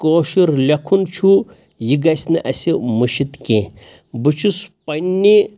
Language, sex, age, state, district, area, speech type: Kashmiri, male, 30-45, Jammu and Kashmir, Pulwama, rural, spontaneous